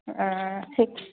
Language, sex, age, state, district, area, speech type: Maithili, female, 60+, Bihar, Madhepura, urban, conversation